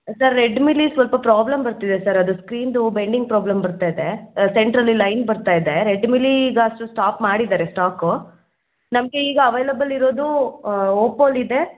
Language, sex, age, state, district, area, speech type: Kannada, female, 18-30, Karnataka, Chikkamagaluru, rural, conversation